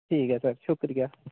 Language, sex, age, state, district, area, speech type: Dogri, male, 18-30, Jammu and Kashmir, Udhampur, rural, conversation